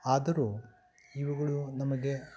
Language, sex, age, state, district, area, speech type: Kannada, male, 45-60, Karnataka, Kolar, urban, spontaneous